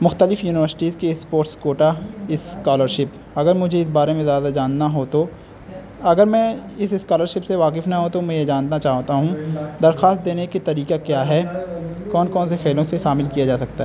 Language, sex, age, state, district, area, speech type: Urdu, male, 18-30, Uttar Pradesh, Azamgarh, rural, spontaneous